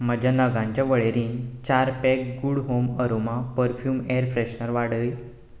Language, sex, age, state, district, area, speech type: Goan Konkani, male, 18-30, Goa, Ponda, rural, read